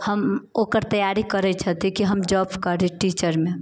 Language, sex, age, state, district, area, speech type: Maithili, female, 18-30, Bihar, Sitamarhi, rural, spontaneous